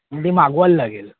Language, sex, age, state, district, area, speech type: Marathi, male, 30-45, Maharashtra, Ratnagiri, urban, conversation